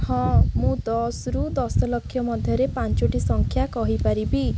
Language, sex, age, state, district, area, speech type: Odia, female, 18-30, Odisha, Jagatsinghpur, rural, spontaneous